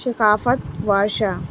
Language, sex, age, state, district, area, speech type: Urdu, female, 18-30, Bihar, Gaya, urban, spontaneous